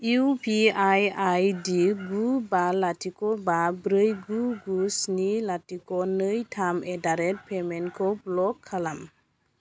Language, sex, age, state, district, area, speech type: Bodo, female, 45-60, Assam, Chirang, rural, read